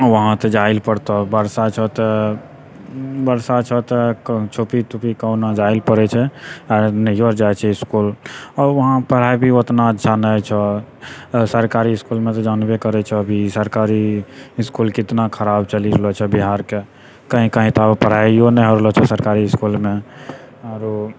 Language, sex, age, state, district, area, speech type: Maithili, male, 18-30, Bihar, Purnia, rural, spontaneous